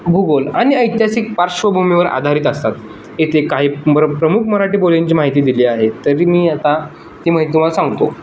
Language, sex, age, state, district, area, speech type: Marathi, male, 18-30, Maharashtra, Sangli, urban, spontaneous